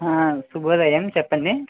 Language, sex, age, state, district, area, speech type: Telugu, male, 18-30, Andhra Pradesh, West Godavari, rural, conversation